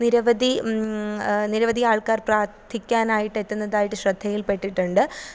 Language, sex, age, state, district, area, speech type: Malayalam, female, 18-30, Kerala, Thiruvananthapuram, rural, spontaneous